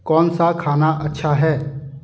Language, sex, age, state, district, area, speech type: Hindi, male, 45-60, Madhya Pradesh, Gwalior, rural, read